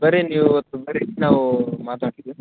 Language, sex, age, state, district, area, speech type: Kannada, male, 30-45, Karnataka, Raichur, rural, conversation